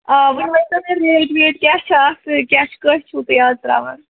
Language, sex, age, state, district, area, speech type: Kashmiri, female, 45-60, Jammu and Kashmir, Ganderbal, rural, conversation